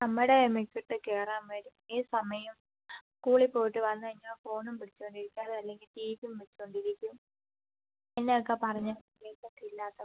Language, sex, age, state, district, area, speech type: Malayalam, female, 18-30, Kerala, Pathanamthitta, rural, conversation